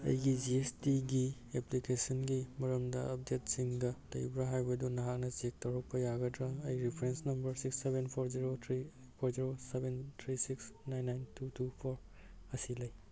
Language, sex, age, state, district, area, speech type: Manipuri, male, 18-30, Manipur, Kangpokpi, urban, read